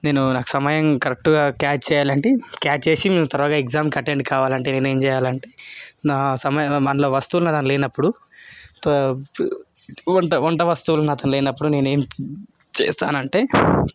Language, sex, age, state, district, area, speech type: Telugu, male, 18-30, Telangana, Hyderabad, urban, spontaneous